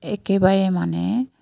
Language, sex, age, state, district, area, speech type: Assamese, female, 45-60, Assam, Dibrugarh, rural, spontaneous